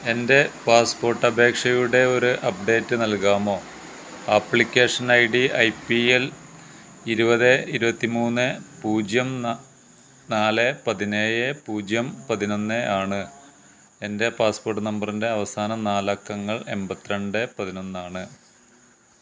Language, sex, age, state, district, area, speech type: Malayalam, male, 30-45, Kerala, Malappuram, rural, read